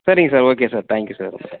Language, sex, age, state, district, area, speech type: Tamil, male, 30-45, Tamil Nadu, Sivaganga, rural, conversation